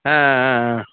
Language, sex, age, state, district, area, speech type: Tamil, male, 45-60, Tamil Nadu, Theni, rural, conversation